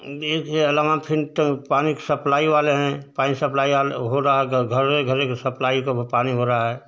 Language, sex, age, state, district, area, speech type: Hindi, male, 60+, Uttar Pradesh, Ghazipur, rural, spontaneous